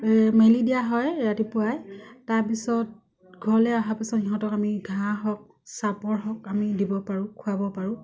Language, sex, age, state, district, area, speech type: Assamese, female, 30-45, Assam, Dibrugarh, rural, spontaneous